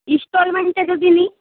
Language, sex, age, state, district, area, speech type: Bengali, female, 30-45, West Bengal, Nadia, rural, conversation